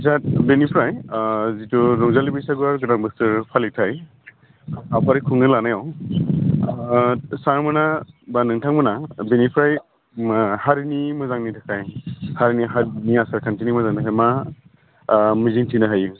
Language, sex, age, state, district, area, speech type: Bodo, male, 45-60, Assam, Udalguri, urban, conversation